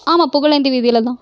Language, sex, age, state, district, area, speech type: Tamil, female, 18-30, Tamil Nadu, Erode, rural, spontaneous